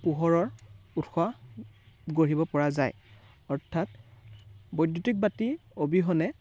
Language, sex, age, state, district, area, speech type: Assamese, male, 18-30, Assam, Biswanath, rural, spontaneous